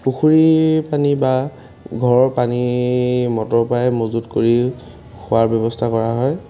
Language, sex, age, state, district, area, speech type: Assamese, male, 18-30, Assam, Jorhat, urban, spontaneous